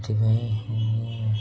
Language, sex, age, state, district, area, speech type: Odia, male, 30-45, Odisha, Ganjam, urban, spontaneous